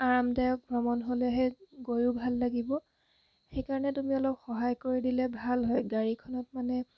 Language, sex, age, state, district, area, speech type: Assamese, female, 18-30, Assam, Jorhat, urban, spontaneous